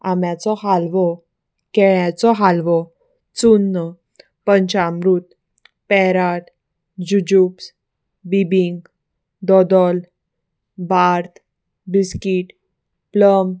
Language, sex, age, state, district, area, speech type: Goan Konkani, female, 30-45, Goa, Salcete, urban, spontaneous